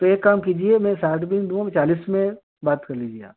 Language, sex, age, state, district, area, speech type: Hindi, male, 18-30, Madhya Pradesh, Ujjain, rural, conversation